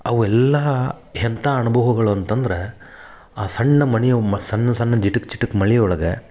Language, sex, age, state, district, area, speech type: Kannada, male, 30-45, Karnataka, Dharwad, rural, spontaneous